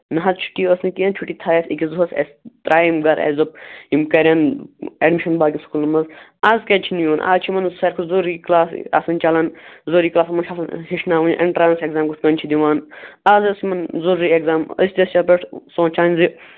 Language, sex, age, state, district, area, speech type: Kashmiri, male, 18-30, Jammu and Kashmir, Shopian, urban, conversation